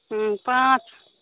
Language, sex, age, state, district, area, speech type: Maithili, female, 30-45, Bihar, Samastipur, urban, conversation